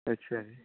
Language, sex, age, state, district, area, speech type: Punjabi, male, 18-30, Punjab, Bathinda, rural, conversation